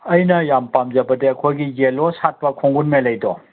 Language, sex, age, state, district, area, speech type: Manipuri, male, 45-60, Manipur, Kangpokpi, urban, conversation